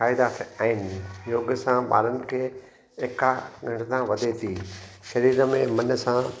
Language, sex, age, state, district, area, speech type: Sindhi, male, 60+, Gujarat, Kutch, urban, spontaneous